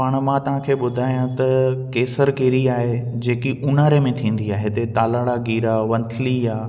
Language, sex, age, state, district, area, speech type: Sindhi, male, 18-30, Gujarat, Junagadh, urban, spontaneous